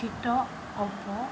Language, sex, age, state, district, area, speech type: Assamese, female, 60+, Assam, Tinsukia, rural, spontaneous